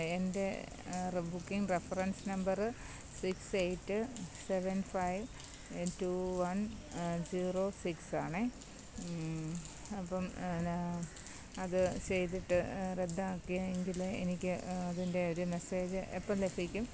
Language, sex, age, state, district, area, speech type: Malayalam, female, 30-45, Kerala, Kottayam, rural, spontaneous